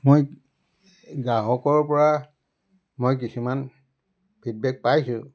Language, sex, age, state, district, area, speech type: Assamese, male, 60+, Assam, Charaideo, rural, spontaneous